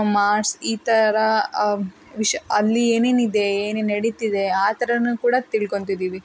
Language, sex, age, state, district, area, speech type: Kannada, female, 30-45, Karnataka, Tumkur, rural, spontaneous